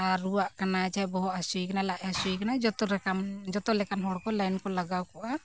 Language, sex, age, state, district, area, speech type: Santali, female, 45-60, Jharkhand, Bokaro, rural, spontaneous